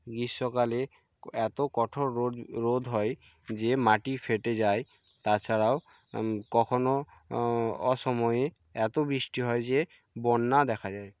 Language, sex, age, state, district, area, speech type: Bengali, male, 45-60, West Bengal, Purba Medinipur, rural, spontaneous